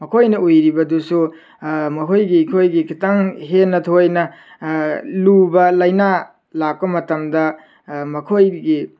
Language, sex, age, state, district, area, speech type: Manipuri, male, 18-30, Manipur, Tengnoupal, rural, spontaneous